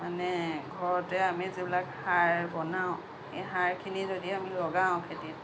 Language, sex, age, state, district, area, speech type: Assamese, female, 60+, Assam, Lakhimpur, rural, spontaneous